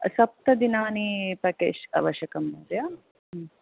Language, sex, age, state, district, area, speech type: Sanskrit, female, 45-60, Maharashtra, Pune, urban, conversation